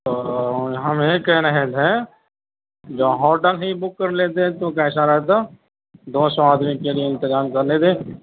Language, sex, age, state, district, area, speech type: Urdu, male, 60+, Delhi, Central Delhi, rural, conversation